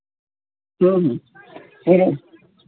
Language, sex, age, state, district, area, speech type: Santali, male, 30-45, Jharkhand, East Singhbhum, rural, conversation